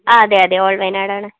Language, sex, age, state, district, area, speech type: Malayalam, female, 18-30, Kerala, Wayanad, rural, conversation